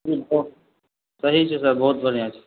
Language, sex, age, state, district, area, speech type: Maithili, male, 45-60, Bihar, Madhubani, rural, conversation